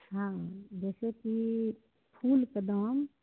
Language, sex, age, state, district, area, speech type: Maithili, female, 60+, Bihar, Begusarai, rural, conversation